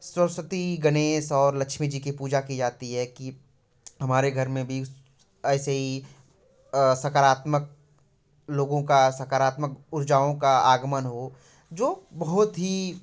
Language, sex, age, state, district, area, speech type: Hindi, male, 18-30, Uttar Pradesh, Prayagraj, urban, spontaneous